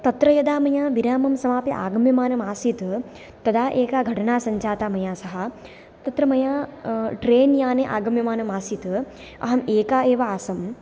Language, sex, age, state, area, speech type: Sanskrit, female, 18-30, Gujarat, rural, spontaneous